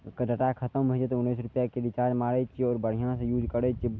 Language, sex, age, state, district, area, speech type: Maithili, male, 18-30, Bihar, Madhepura, rural, spontaneous